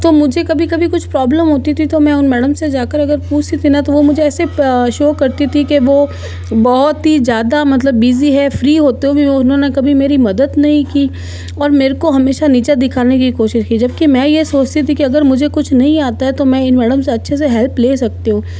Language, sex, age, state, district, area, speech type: Hindi, female, 30-45, Rajasthan, Jodhpur, urban, spontaneous